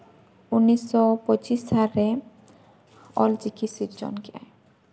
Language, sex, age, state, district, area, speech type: Santali, female, 18-30, West Bengal, Jhargram, rural, spontaneous